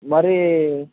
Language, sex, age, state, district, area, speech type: Telugu, male, 18-30, Andhra Pradesh, Konaseema, rural, conversation